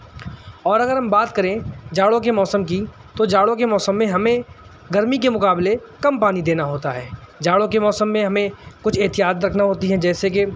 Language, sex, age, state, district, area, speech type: Urdu, male, 18-30, Uttar Pradesh, Shahjahanpur, urban, spontaneous